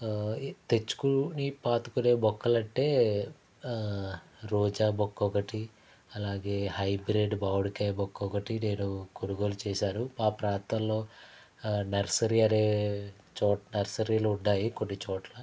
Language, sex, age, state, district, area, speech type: Telugu, male, 60+, Andhra Pradesh, Konaseema, rural, spontaneous